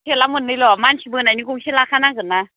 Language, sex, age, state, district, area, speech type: Bodo, female, 30-45, Assam, Baksa, rural, conversation